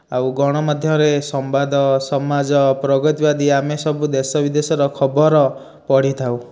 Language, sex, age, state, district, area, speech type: Odia, male, 18-30, Odisha, Dhenkanal, rural, spontaneous